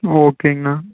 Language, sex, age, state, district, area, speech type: Tamil, male, 18-30, Tamil Nadu, Erode, rural, conversation